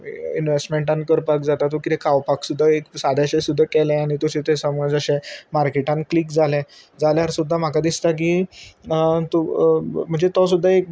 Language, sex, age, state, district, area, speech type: Goan Konkani, male, 30-45, Goa, Salcete, urban, spontaneous